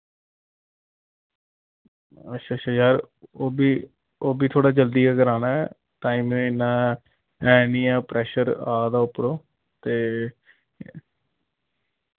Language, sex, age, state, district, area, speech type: Dogri, male, 30-45, Jammu and Kashmir, Jammu, urban, conversation